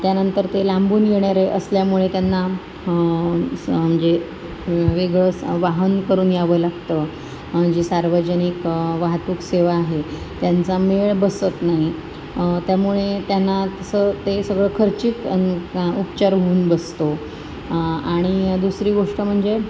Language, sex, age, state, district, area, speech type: Marathi, female, 30-45, Maharashtra, Sindhudurg, rural, spontaneous